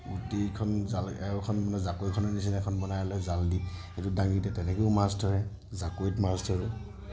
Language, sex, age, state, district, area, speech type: Assamese, male, 30-45, Assam, Nagaon, rural, spontaneous